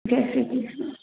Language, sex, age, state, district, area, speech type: Hindi, female, 45-60, Rajasthan, Jodhpur, urban, conversation